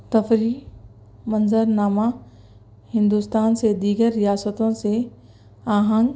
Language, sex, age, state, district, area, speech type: Urdu, male, 30-45, Telangana, Hyderabad, urban, spontaneous